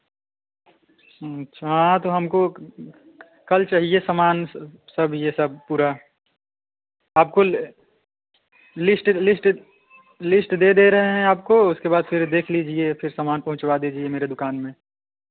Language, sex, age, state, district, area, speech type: Hindi, male, 18-30, Uttar Pradesh, Prayagraj, urban, conversation